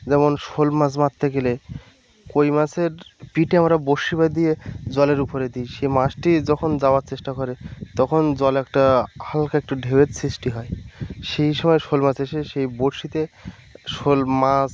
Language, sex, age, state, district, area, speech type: Bengali, male, 18-30, West Bengal, Birbhum, urban, spontaneous